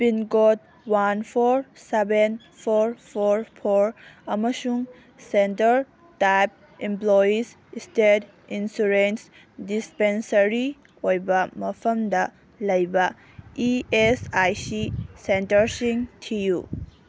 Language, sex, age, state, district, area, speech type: Manipuri, female, 18-30, Manipur, Kangpokpi, urban, read